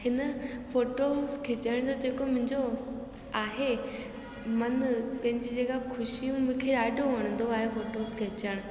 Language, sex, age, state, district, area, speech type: Sindhi, female, 18-30, Rajasthan, Ajmer, urban, spontaneous